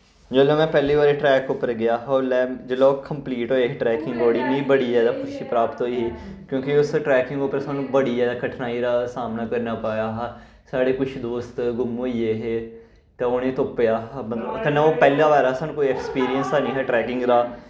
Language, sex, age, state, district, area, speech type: Dogri, male, 18-30, Jammu and Kashmir, Kathua, rural, spontaneous